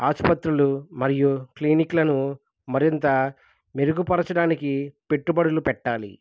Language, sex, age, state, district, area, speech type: Telugu, male, 30-45, Andhra Pradesh, East Godavari, rural, spontaneous